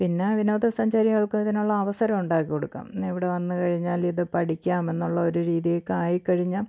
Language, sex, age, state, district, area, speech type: Malayalam, female, 45-60, Kerala, Thiruvananthapuram, rural, spontaneous